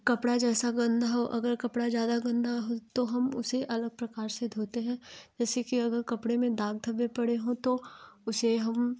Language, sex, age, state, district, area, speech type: Hindi, female, 18-30, Uttar Pradesh, Jaunpur, urban, spontaneous